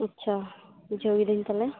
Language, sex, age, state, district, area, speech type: Santali, female, 18-30, West Bengal, Purba Bardhaman, rural, conversation